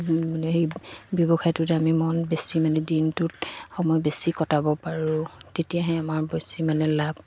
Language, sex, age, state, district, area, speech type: Assamese, female, 45-60, Assam, Dibrugarh, rural, spontaneous